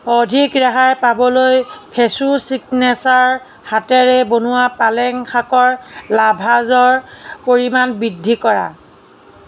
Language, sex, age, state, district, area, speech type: Assamese, female, 30-45, Assam, Nagaon, rural, read